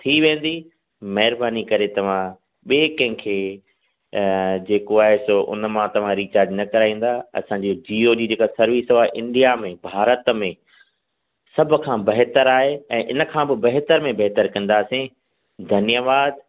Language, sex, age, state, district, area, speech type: Sindhi, male, 45-60, Gujarat, Kutch, urban, conversation